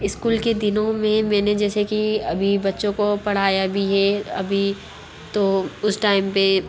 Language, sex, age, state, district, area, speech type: Hindi, female, 18-30, Madhya Pradesh, Bhopal, urban, spontaneous